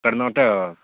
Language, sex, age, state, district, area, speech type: Maithili, male, 18-30, Bihar, Saharsa, rural, conversation